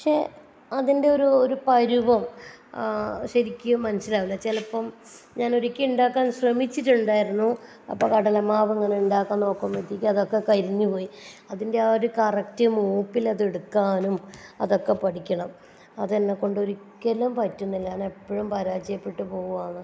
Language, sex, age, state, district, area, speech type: Malayalam, female, 30-45, Kerala, Kannur, rural, spontaneous